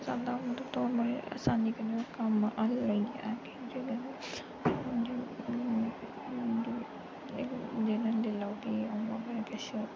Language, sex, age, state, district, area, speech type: Dogri, female, 18-30, Jammu and Kashmir, Jammu, urban, spontaneous